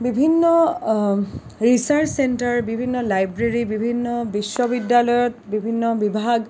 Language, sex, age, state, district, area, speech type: Assamese, female, 18-30, Assam, Kamrup Metropolitan, urban, spontaneous